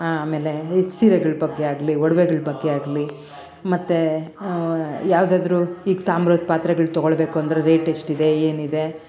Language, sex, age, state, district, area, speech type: Kannada, female, 45-60, Karnataka, Bangalore Rural, rural, spontaneous